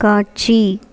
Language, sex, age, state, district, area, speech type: Tamil, female, 45-60, Tamil Nadu, Ariyalur, rural, read